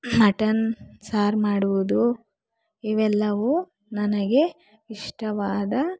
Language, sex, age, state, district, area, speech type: Kannada, female, 45-60, Karnataka, Bangalore Rural, rural, spontaneous